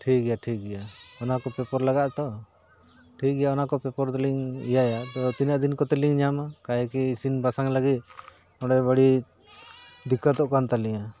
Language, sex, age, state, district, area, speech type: Santali, male, 45-60, Jharkhand, Bokaro, rural, spontaneous